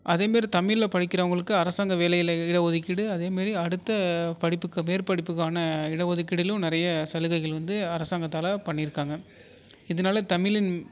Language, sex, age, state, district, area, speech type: Tamil, male, 18-30, Tamil Nadu, Tiruvarur, urban, spontaneous